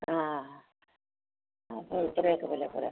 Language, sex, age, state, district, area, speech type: Malayalam, female, 60+, Kerala, Kottayam, rural, conversation